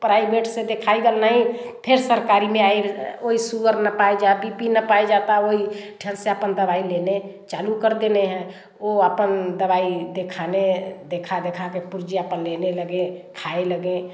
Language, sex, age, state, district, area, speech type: Hindi, female, 60+, Uttar Pradesh, Varanasi, rural, spontaneous